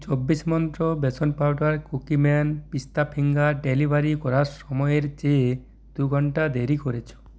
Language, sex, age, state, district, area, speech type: Bengali, male, 45-60, West Bengal, Purulia, rural, read